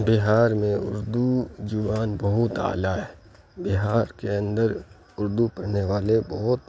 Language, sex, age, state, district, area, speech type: Urdu, male, 30-45, Bihar, Khagaria, rural, spontaneous